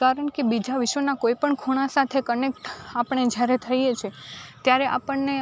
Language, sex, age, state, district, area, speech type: Gujarati, female, 18-30, Gujarat, Rajkot, rural, spontaneous